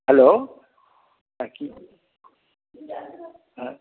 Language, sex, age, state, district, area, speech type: Bengali, male, 60+, West Bengal, Hooghly, rural, conversation